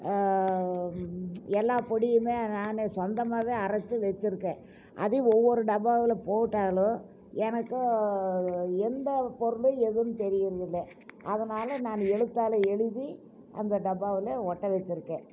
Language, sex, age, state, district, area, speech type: Tamil, female, 60+, Tamil Nadu, Coimbatore, urban, spontaneous